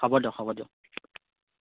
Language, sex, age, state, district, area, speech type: Assamese, male, 30-45, Assam, Morigaon, urban, conversation